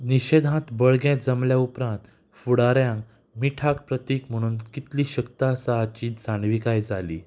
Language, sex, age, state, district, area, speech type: Goan Konkani, male, 18-30, Goa, Ponda, rural, read